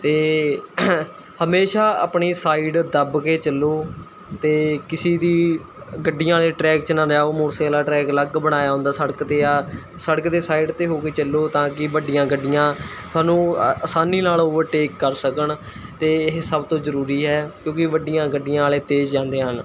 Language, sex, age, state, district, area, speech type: Punjabi, male, 18-30, Punjab, Mohali, rural, spontaneous